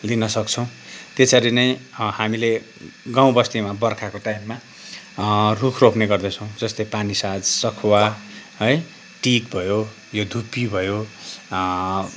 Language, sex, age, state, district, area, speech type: Nepali, male, 45-60, West Bengal, Kalimpong, rural, spontaneous